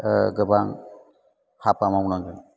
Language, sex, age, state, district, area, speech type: Bodo, male, 45-60, Assam, Chirang, urban, spontaneous